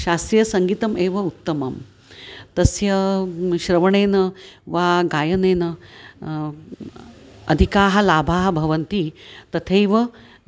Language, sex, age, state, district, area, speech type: Sanskrit, female, 60+, Maharashtra, Nanded, urban, spontaneous